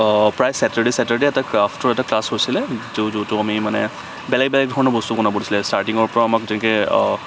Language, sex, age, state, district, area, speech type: Assamese, male, 18-30, Assam, Kamrup Metropolitan, urban, spontaneous